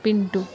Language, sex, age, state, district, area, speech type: Odia, female, 30-45, Odisha, Sundergarh, urban, spontaneous